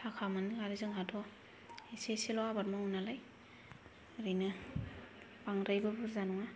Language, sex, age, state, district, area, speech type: Bodo, female, 18-30, Assam, Kokrajhar, rural, spontaneous